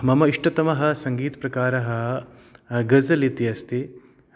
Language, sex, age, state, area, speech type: Sanskrit, male, 30-45, Rajasthan, rural, spontaneous